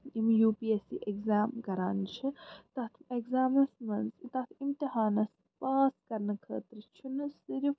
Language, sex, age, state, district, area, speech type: Kashmiri, female, 30-45, Jammu and Kashmir, Srinagar, urban, spontaneous